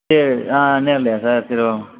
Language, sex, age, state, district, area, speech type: Tamil, male, 30-45, Tamil Nadu, Madurai, urban, conversation